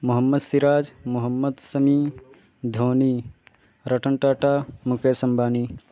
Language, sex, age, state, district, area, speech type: Urdu, male, 18-30, Uttar Pradesh, Balrampur, rural, spontaneous